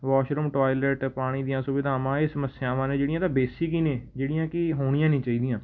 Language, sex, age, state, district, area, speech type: Punjabi, male, 18-30, Punjab, Patiala, rural, spontaneous